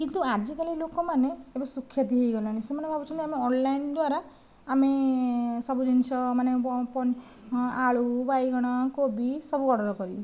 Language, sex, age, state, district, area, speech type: Odia, female, 45-60, Odisha, Nayagarh, rural, spontaneous